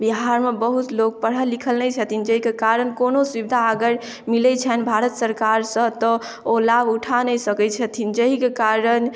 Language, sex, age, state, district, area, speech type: Maithili, female, 18-30, Bihar, Madhubani, rural, spontaneous